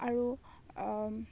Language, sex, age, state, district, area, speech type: Assamese, female, 18-30, Assam, Darrang, rural, spontaneous